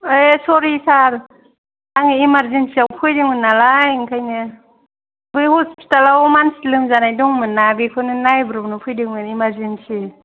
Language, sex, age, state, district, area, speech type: Bodo, female, 18-30, Assam, Kokrajhar, urban, conversation